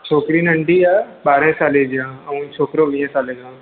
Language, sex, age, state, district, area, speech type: Sindhi, male, 18-30, Gujarat, Surat, urban, conversation